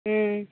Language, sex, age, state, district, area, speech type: Tamil, female, 30-45, Tamil Nadu, Madurai, urban, conversation